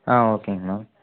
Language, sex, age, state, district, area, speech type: Tamil, female, 30-45, Tamil Nadu, Krishnagiri, rural, conversation